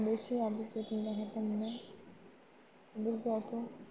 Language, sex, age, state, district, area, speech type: Bengali, female, 18-30, West Bengal, Birbhum, urban, spontaneous